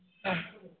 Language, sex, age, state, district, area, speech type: Kannada, female, 60+, Karnataka, Belgaum, urban, conversation